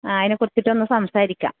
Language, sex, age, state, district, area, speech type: Malayalam, female, 45-60, Kerala, Kasaragod, rural, conversation